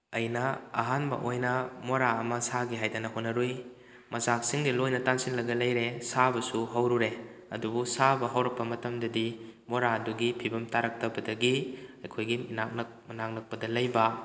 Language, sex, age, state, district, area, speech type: Manipuri, male, 18-30, Manipur, Kakching, rural, spontaneous